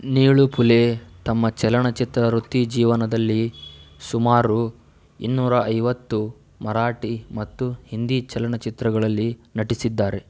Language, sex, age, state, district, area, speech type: Kannada, male, 18-30, Karnataka, Tumkur, rural, read